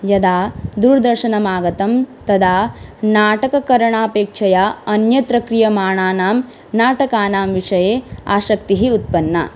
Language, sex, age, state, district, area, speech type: Sanskrit, female, 18-30, Manipur, Kangpokpi, rural, spontaneous